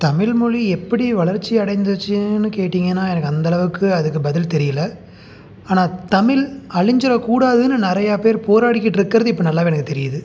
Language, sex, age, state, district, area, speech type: Tamil, male, 30-45, Tamil Nadu, Salem, rural, spontaneous